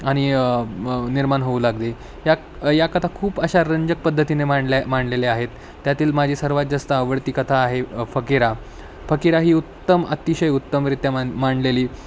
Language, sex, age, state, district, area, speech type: Marathi, male, 18-30, Maharashtra, Nanded, rural, spontaneous